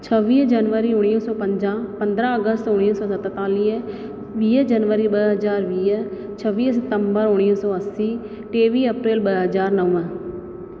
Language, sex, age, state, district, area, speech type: Sindhi, female, 30-45, Rajasthan, Ajmer, urban, spontaneous